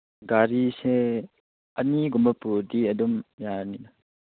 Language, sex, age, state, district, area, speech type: Manipuri, male, 18-30, Manipur, Chandel, rural, conversation